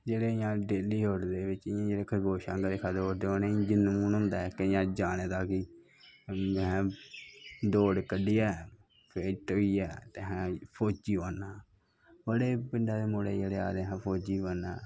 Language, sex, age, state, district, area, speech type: Dogri, male, 18-30, Jammu and Kashmir, Kathua, rural, spontaneous